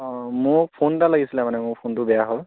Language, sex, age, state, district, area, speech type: Assamese, male, 18-30, Assam, Dhemaji, rural, conversation